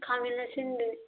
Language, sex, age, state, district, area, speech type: Manipuri, female, 18-30, Manipur, Thoubal, rural, conversation